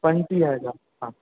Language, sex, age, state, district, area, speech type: Sindhi, male, 18-30, Rajasthan, Ajmer, rural, conversation